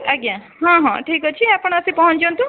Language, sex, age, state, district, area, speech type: Odia, female, 30-45, Odisha, Bhadrak, rural, conversation